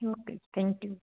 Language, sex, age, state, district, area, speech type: Punjabi, female, 45-60, Punjab, Patiala, rural, conversation